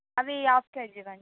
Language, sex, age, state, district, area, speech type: Telugu, female, 45-60, Andhra Pradesh, Visakhapatnam, urban, conversation